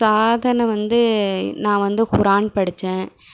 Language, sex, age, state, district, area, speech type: Tamil, female, 30-45, Tamil Nadu, Krishnagiri, rural, spontaneous